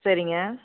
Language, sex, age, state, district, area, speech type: Tamil, female, 45-60, Tamil Nadu, Namakkal, rural, conversation